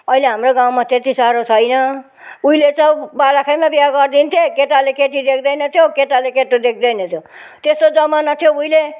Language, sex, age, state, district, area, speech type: Nepali, female, 60+, West Bengal, Jalpaiguri, rural, spontaneous